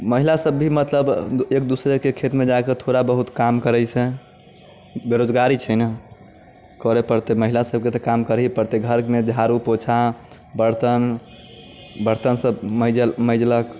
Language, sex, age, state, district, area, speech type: Maithili, male, 30-45, Bihar, Muzaffarpur, rural, spontaneous